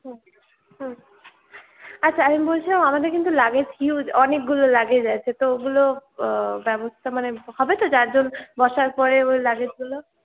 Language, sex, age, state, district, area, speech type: Bengali, female, 45-60, West Bengal, Purulia, urban, conversation